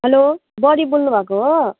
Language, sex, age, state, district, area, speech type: Nepali, female, 45-60, West Bengal, Darjeeling, rural, conversation